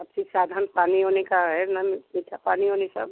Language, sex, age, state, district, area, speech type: Hindi, female, 60+, Uttar Pradesh, Jaunpur, urban, conversation